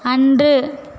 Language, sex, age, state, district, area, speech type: Tamil, female, 18-30, Tamil Nadu, Tiruvannamalai, urban, read